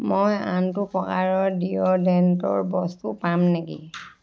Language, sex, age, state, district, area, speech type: Assamese, female, 45-60, Assam, Dhemaji, urban, read